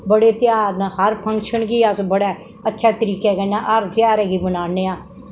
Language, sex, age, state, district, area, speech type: Dogri, female, 60+, Jammu and Kashmir, Reasi, urban, spontaneous